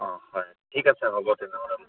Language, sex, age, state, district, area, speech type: Assamese, male, 30-45, Assam, Dibrugarh, rural, conversation